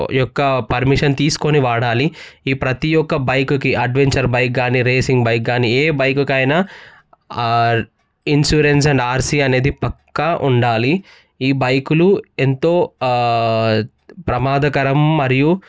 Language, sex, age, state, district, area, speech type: Telugu, male, 18-30, Telangana, Medchal, urban, spontaneous